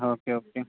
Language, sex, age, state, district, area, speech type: Malayalam, male, 30-45, Kerala, Alappuzha, rural, conversation